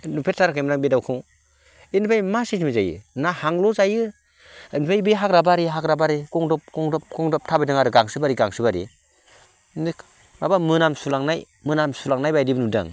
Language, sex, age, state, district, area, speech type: Bodo, male, 45-60, Assam, Baksa, rural, spontaneous